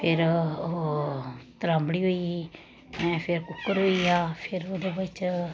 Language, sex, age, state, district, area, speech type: Dogri, female, 30-45, Jammu and Kashmir, Samba, urban, spontaneous